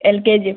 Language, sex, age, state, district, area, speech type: Malayalam, female, 18-30, Kerala, Wayanad, rural, conversation